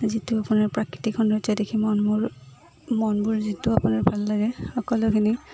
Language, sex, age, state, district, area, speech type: Assamese, female, 18-30, Assam, Udalguri, rural, spontaneous